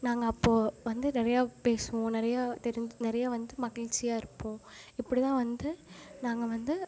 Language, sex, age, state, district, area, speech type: Tamil, female, 30-45, Tamil Nadu, Ariyalur, rural, spontaneous